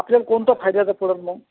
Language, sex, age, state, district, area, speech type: Marathi, male, 60+, Maharashtra, Akola, urban, conversation